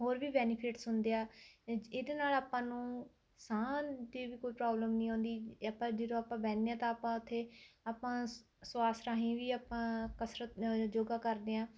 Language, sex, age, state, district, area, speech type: Punjabi, female, 30-45, Punjab, Barnala, rural, spontaneous